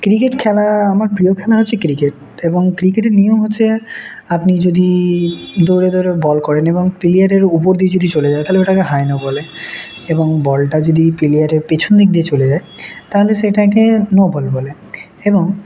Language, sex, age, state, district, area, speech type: Bengali, male, 18-30, West Bengal, Murshidabad, urban, spontaneous